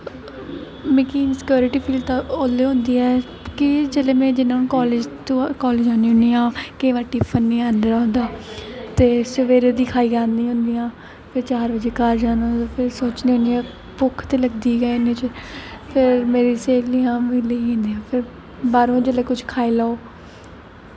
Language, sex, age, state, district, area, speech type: Dogri, female, 18-30, Jammu and Kashmir, Jammu, urban, spontaneous